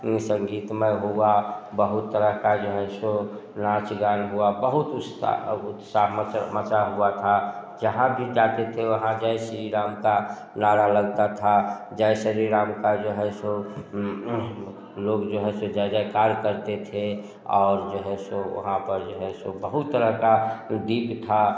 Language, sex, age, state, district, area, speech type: Hindi, male, 45-60, Bihar, Samastipur, urban, spontaneous